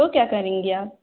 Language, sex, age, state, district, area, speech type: Hindi, female, 18-30, Uttar Pradesh, Varanasi, urban, conversation